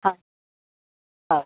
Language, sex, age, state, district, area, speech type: Gujarati, female, 45-60, Gujarat, Surat, urban, conversation